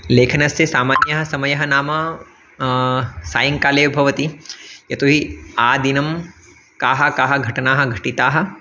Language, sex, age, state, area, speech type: Sanskrit, male, 30-45, Madhya Pradesh, urban, spontaneous